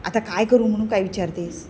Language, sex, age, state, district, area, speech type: Marathi, female, 45-60, Maharashtra, Ratnagiri, urban, spontaneous